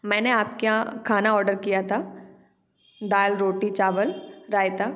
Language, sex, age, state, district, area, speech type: Hindi, female, 18-30, Madhya Pradesh, Gwalior, rural, spontaneous